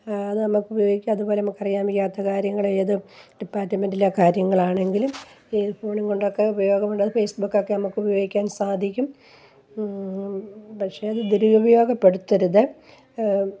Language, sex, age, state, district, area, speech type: Malayalam, female, 60+, Kerala, Kollam, rural, spontaneous